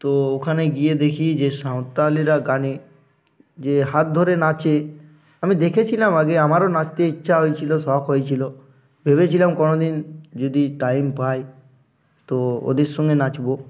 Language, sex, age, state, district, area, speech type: Bengali, male, 18-30, West Bengal, Uttar Dinajpur, urban, spontaneous